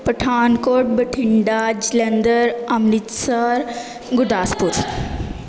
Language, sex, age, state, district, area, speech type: Punjabi, female, 18-30, Punjab, Pathankot, urban, spontaneous